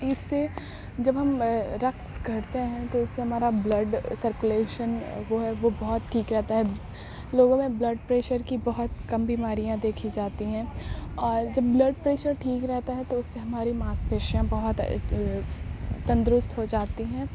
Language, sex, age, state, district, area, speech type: Urdu, female, 18-30, Uttar Pradesh, Aligarh, urban, spontaneous